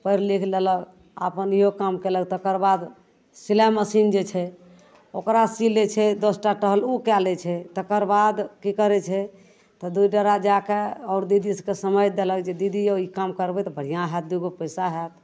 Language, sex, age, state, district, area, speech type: Maithili, female, 45-60, Bihar, Madhepura, rural, spontaneous